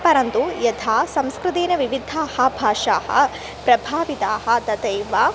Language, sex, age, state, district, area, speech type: Sanskrit, female, 18-30, Kerala, Thrissur, rural, spontaneous